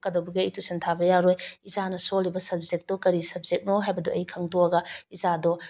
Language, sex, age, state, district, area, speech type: Manipuri, female, 30-45, Manipur, Bishnupur, rural, spontaneous